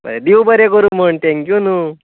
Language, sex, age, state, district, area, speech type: Goan Konkani, male, 18-30, Goa, Tiswadi, rural, conversation